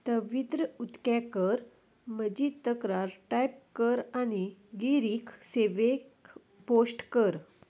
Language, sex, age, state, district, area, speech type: Goan Konkani, female, 18-30, Goa, Salcete, rural, read